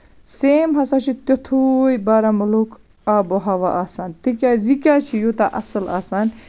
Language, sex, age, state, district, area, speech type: Kashmiri, female, 30-45, Jammu and Kashmir, Baramulla, rural, spontaneous